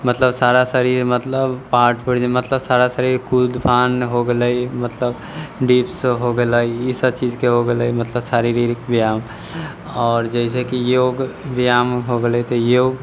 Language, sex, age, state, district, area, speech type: Maithili, male, 18-30, Bihar, Muzaffarpur, rural, spontaneous